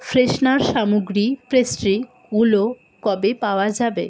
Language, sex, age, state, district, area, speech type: Bengali, female, 30-45, West Bengal, Alipurduar, rural, read